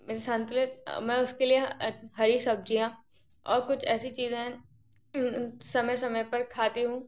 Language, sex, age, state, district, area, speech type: Hindi, female, 18-30, Madhya Pradesh, Gwalior, rural, spontaneous